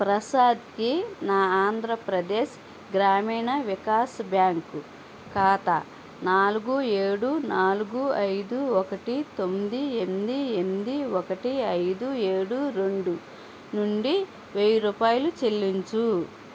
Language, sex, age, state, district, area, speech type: Telugu, female, 45-60, Andhra Pradesh, N T Rama Rao, urban, read